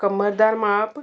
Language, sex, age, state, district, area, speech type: Punjabi, female, 30-45, Punjab, Jalandhar, urban, spontaneous